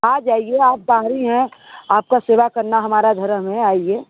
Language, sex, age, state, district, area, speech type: Hindi, female, 30-45, Uttar Pradesh, Mirzapur, rural, conversation